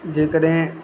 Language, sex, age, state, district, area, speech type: Sindhi, male, 30-45, Rajasthan, Ajmer, urban, spontaneous